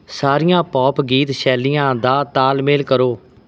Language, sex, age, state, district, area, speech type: Punjabi, male, 30-45, Punjab, Rupnagar, rural, read